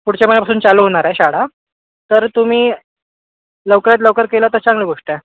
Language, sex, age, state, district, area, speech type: Marathi, female, 18-30, Maharashtra, Nagpur, urban, conversation